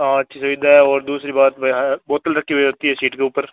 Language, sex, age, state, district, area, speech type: Hindi, male, 18-30, Rajasthan, Nagaur, urban, conversation